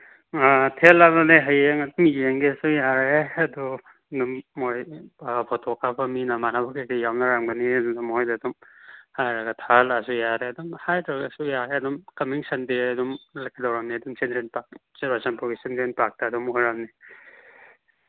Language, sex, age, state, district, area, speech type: Manipuri, male, 18-30, Manipur, Churachandpur, rural, conversation